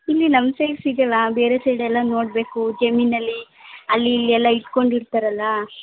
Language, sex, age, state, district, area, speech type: Kannada, female, 18-30, Karnataka, Chamarajanagar, rural, conversation